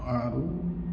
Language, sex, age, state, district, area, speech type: Odia, male, 18-30, Odisha, Balangir, urban, spontaneous